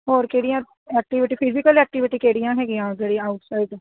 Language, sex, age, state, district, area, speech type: Punjabi, female, 30-45, Punjab, Kapurthala, urban, conversation